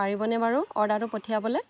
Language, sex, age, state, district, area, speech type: Assamese, female, 30-45, Assam, Lakhimpur, rural, spontaneous